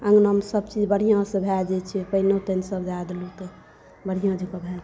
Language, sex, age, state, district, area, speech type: Maithili, female, 18-30, Bihar, Saharsa, rural, spontaneous